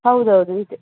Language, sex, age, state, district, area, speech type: Kannada, female, 18-30, Karnataka, Udupi, rural, conversation